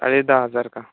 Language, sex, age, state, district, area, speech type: Marathi, male, 18-30, Maharashtra, Wardha, urban, conversation